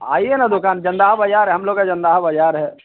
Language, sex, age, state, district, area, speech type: Hindi, male, 30-45, Bihar, Vaishali, urban, conversation